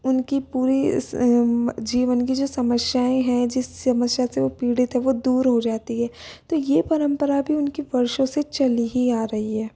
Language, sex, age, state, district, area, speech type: Hindi, female, 18-30, Rajasthan, Jaipur, urban, spontaneous